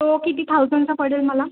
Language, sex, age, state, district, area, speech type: Marathi, female, 18-30, Maharashtra, Nagpur, urban, conversation